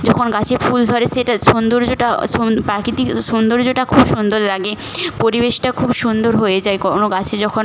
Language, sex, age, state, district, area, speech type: Bengali, female, 45-60, West Bengal, Jhargram, rural, spontaneous